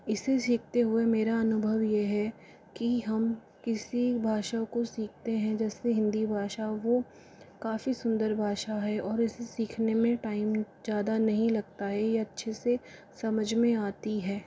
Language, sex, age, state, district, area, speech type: Hindi, female, 30-45, Rajasthan, Jaipur, urban, spontaneous